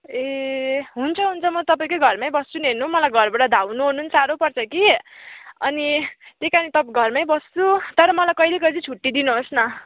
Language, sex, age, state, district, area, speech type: Nepali, female, 18-30, West Bengal, Kalimpong, rural, conversation